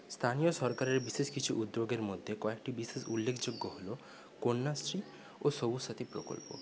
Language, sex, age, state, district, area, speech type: Bengali, male, 18-30, West Bengal, Paschim Medinipur, rural, spontaneous